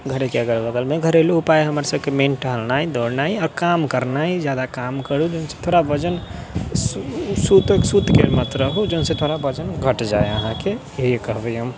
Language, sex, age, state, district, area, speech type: Maithili, male, 18-30, Bihar, Sitamarhi, rural, spontaneous